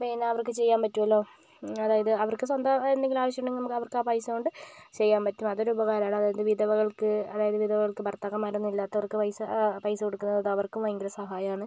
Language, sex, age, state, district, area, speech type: Malayalam, female, 18-30, Kerala, Kozhikode, rural, spontaneous